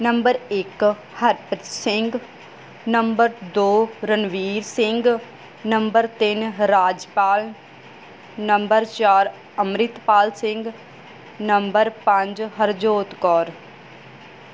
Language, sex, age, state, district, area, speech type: Punjabi, female, 30-45, Punjab, Mansa, urban, spontaneous